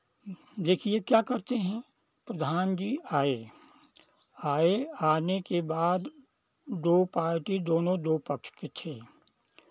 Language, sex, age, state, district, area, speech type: Hindi, male, 60+, Uttar Pradesh, Chandauli, rural, spontaneous